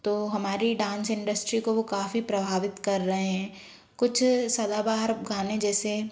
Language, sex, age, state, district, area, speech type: Hindi, female, 45-60, Madhya Pradesh, Bhopal, urban, spontaneous